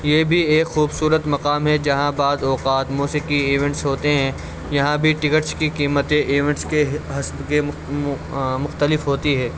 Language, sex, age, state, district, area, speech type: Urdu, male, 18-30, Delhi, Central Delhi, urban, spontaneous